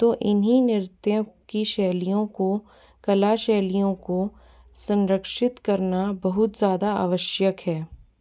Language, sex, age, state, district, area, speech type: Hindi, female, 30-45, Rajasthan, Jaipur, urban, spontaneous